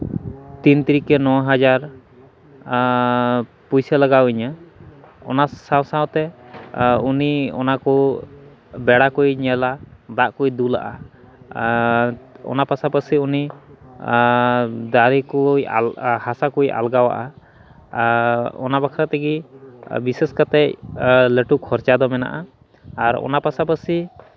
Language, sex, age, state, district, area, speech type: Santali, male, 30-45, West Bengal, Malda, rural, spontaneous